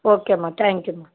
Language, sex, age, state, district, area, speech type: Tamil, female, 18-30, Tamil Nadu, Dharmapuri, rural, conversation